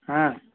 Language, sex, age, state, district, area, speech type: Kannada, male, 45-60, Karnataka, Belgaum, rural, conversation